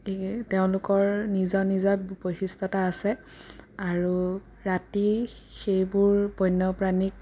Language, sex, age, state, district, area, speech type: Assamese, female, 18-30, Assam, Sonitpur, rural, spontaneous